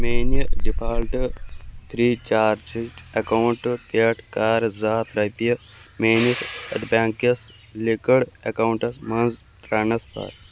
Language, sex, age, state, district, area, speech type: Kashmiri, male, 18-30, Jammu and Kashmir, Shopian, rural, read